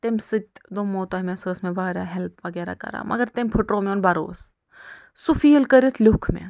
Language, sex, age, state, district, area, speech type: Kashmiri, female, 45-60, Jammu and Kashmir, Budgam, rural, spontaneous